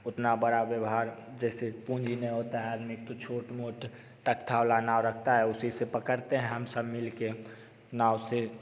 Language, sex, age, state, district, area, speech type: Hindi, male, 18-30, Bihar, Begusarai, rural, spontaneous